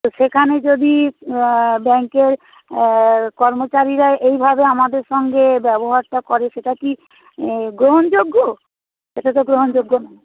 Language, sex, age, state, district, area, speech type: Bengali, female, 45-60, West Bengal, Hooghly, rural, conversation